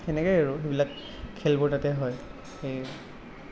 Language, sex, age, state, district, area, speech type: Assamese, male, 18-30, Assam, Nalbari, rural, spontaneous